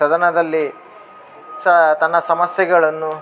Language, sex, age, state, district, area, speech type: Kannada, male, 18-30, Karnataka, Bellary, rural, spontaneous